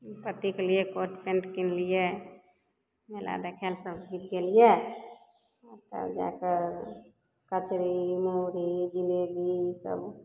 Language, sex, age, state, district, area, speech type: Maithili, female, 30-45, Bihar, Begusarai, rural, spontaneous